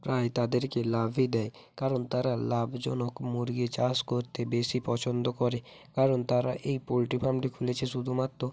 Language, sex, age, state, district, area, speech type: Bengali, male, 18-30, West Bengal, Hooghly, urban, spontaneous